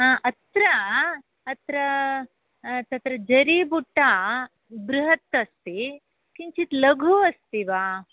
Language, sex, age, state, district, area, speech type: Sanskrit, female, 60+, Karnataka, Bangalore Urban, urban, conversation